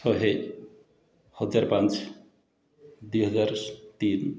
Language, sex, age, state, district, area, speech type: Odia, male, 60+, Odisha, Puri, urban, spontaneous